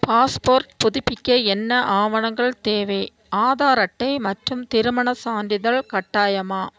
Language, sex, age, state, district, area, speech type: Tamil, female, 30-45, Tamil Nadu, Nilgiris, rural, read